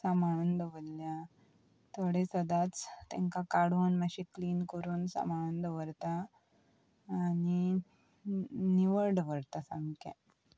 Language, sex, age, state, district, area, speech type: Goan Konkani, female, 18-30, Goa, Ponda, rural, spontaneous